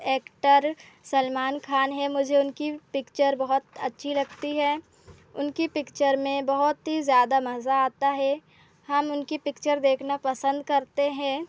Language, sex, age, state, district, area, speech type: Hindi, female, 18-30, Madhya Pradesh, Seoni, urban, spontaneous